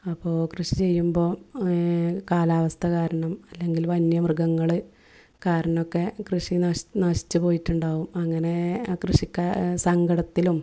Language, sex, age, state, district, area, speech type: Malayalam, female, 30-45, Kerala, Malappuram, rural, spontaneous